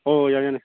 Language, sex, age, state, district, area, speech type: Manipuri, male, 45-60, Manipur, Kangpokpi, urban, conversation